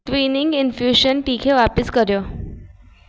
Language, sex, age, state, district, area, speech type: Sindhi, female, 18-30, Rajasthan, Ajmer, urban, read